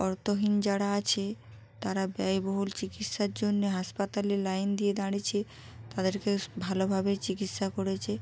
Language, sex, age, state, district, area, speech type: Bengali, female, 30-45, West Bengal, Jalpaiguri, rural, spontaneous